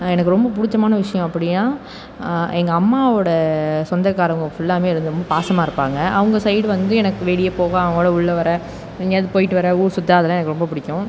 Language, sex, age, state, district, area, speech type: Tamil, female, 18-30, Tamil Nadu, Pudukkottai, urban, spontaneous